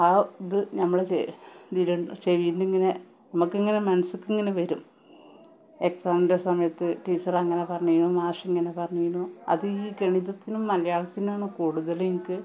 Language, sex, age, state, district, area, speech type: Malayalam, female, 30-45, Kerala, Malappuram, rural, spontaneous